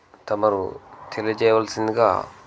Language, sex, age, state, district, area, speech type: Telugu, male, 30-45, Telangana, Jangaon, rural, spontaneous